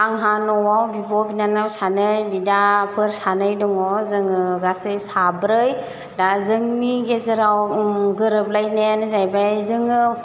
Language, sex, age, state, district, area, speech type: Bodo, female, 30-45, Assam, Chirang, rural, spontaneous